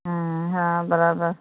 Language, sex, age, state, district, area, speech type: Hindi, female, 30-45, Uttar Pradesh, Jaunpur, rural, conversation